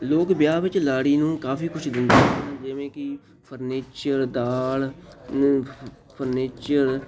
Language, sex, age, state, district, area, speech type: Punjabi, male, 30-45, Punjab, Shaheed Bhagat Singh Nagar, urban, spontaneous